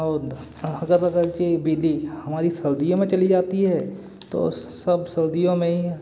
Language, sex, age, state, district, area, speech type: Hindi, male, 30-45, Madhya Pradesh, Gwalior, urban, spontaneous